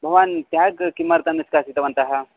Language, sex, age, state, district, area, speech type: Sanskrit, male, 30-45, Karnataka, Vijayapura, urban, conversation